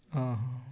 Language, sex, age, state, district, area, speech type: Odia, male, 18-30, Odisha, Kalahandi, rural, spontaneous